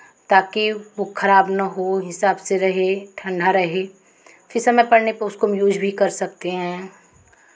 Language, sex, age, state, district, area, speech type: Hindi, female, 45-60, Uttar Pradesh, Chandauli, urban, spontaneous